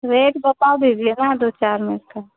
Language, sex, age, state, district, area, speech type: Hindi, female, 45-60, Uttar Pradesh, Ayodhya, rural, conversation